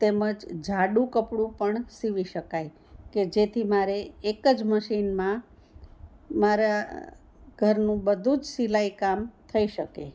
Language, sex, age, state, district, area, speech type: Gujarati, female, 60+, Gujarat, Anand, urban, spontaneous